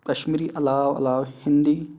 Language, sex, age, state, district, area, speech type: Kashmiri, male, 18-30, Jammu and Kashmir, Shopian, urban, spontaneous